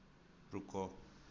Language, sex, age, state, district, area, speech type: Hindi, male, 18-30, Rajasthan, Nagaur, rural, read